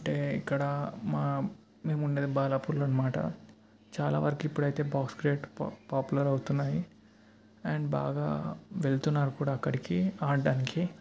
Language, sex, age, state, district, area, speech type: Telugu, male, 18-30, Telangana, Ranga Reddy, urban, spontaneous